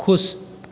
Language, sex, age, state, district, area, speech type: Hindi, male, 18-30, Rajasthan, Jodhpur, urban, read